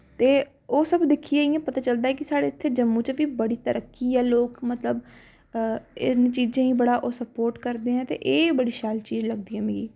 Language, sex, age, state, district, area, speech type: Dogri, female, 18-30, Jammu and Kashmir, Samba, urban, spontaneous